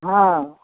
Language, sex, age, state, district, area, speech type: Maithili, female, 45-60, Bihar, Madhepura, rural, conversation